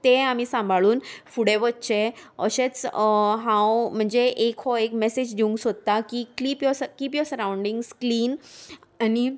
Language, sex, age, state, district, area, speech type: Goan Konkani, female, 30-45, Goa, Salcete, urban, spontaneous